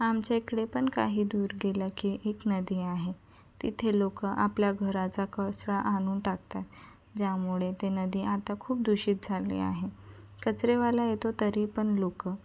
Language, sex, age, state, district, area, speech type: Marathi, female, 18-30, Maharashtra, Nagpur, urban, spontaneous